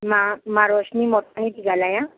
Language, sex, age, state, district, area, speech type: Sindhi, female, 30-45, Madhya Pradesh, Katni, urban, conversation